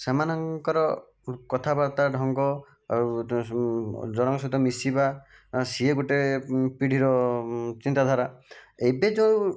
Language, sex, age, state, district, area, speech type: Odia, male, 60+, Odisha, Jajpur, rural, spontaneous